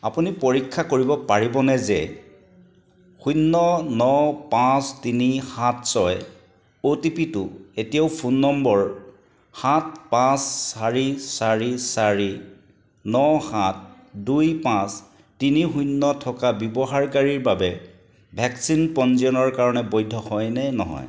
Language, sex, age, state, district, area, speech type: Assamese, male, 45-60, Assam, Charaideo, urban, read